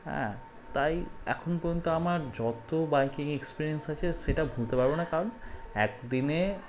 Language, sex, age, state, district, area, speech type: Bengali, male, 18-30, West Bengal, Malda, urban, spontaneous